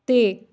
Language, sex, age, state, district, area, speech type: Punjabi, female, 18-30, Punjab, Fatehgarh Sahib, urban, read